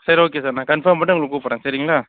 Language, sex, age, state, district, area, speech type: Tamil, male, 45-60, Tamil Nadu, Sivaganga, urban, conversation